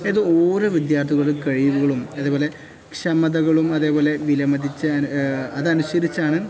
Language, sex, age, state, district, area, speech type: Malayalam, male, 18-30, Kerala, Kozhikode, rural, spontaneous